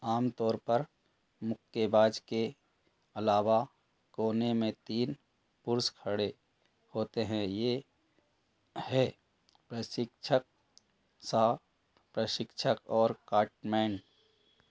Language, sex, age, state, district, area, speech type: Hindi, male, 45-60, Madhya Pradesh, Betul, rural, read